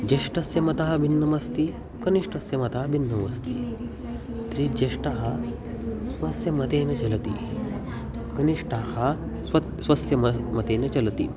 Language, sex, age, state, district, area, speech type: Sanskrit, male, 18-30, Maharashtra, Solapur, urban, spontaneous